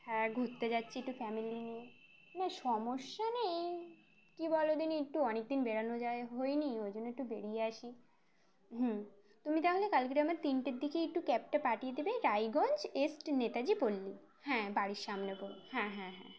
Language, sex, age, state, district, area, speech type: Bengali, female, 18-30, West Bengal, Uttar Dinajpur, urban, spontaneous